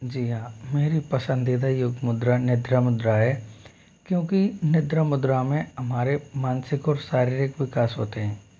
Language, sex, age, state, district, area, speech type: Hindi, male, 30-45, Rajasthan, Jaipur, urban, spontaneous